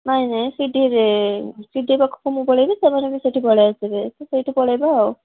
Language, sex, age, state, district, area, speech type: Odia, female, 18-30, Odisha, Cuttack, urban, conversation